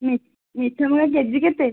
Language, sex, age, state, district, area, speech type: Odia, female, 18-30, Odisha, Kendujhar, urban, conversation